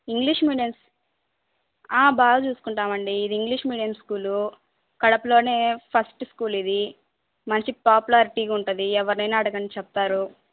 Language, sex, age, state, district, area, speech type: Telugu, female, 18-30, Andhra Pradesh, Kadapa, rural, conversation